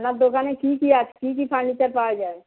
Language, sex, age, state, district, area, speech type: Bengali, female, 60+, West Bengal, Darjeeling, rural, conversation